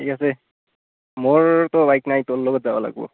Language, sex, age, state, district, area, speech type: Assamese, male, 18-30, Assam, Barpeta, rural, conversation